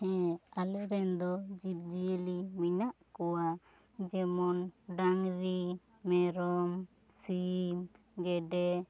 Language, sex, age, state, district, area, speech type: Santali, female, 18-30, West Bengal, Bankura, rural, spontaneous